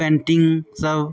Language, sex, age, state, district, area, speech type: Maithili, male, 30-45, Bihar, Darbhanga, rural, spontaneous